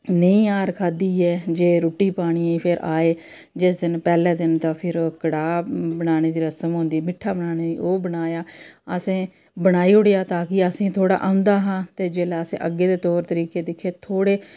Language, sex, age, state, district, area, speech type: Dogri, female, 30-45, Jammu and Kashmir, Samba, rural, spontaneous